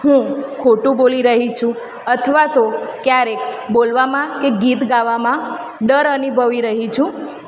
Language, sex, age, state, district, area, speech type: Gujarati, female, 30-45, Gujarat, Ahmedabad, urban, spontaneous